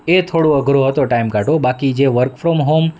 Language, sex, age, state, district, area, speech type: Gujarati, male, 30-45, Gujarat, Rajkot, urban, spontaneous